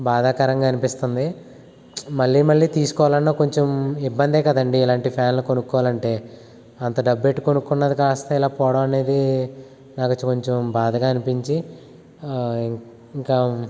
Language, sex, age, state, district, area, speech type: Telugu, male, 18-30, Andhra Pradesh, Eluru, rural, spontaneous